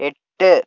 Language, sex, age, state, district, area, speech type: Malayalam, male, 60+, Kerala, Kozhikode, urban, read